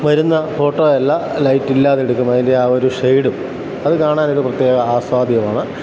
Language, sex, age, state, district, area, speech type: Malayalam, male, 45-60, Kerala, Kottayam, urban, spontaneous